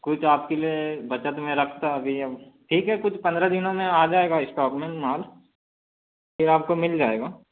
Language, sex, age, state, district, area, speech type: Hindi, male, 60+, Madhya Pradesh, Balaghat, rural, conversation